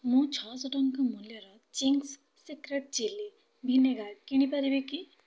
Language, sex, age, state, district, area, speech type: Odia, female, 30-45, Odisha, Bhadrak, rural, read